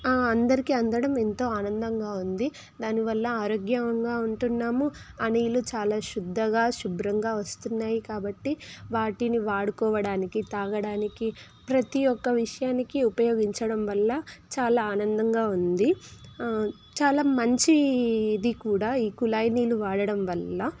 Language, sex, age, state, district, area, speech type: Telugu, female, 18-30, Telangana, Hyderabad, urban, spontaneous